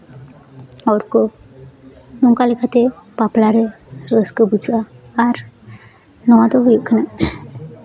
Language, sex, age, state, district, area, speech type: Santali, female, 18-30, West Bengal, Jhargram, rural, spontaneous